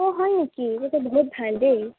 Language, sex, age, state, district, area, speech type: Assamese, female, 18-30, Assam, Sonitpur, rural, conversation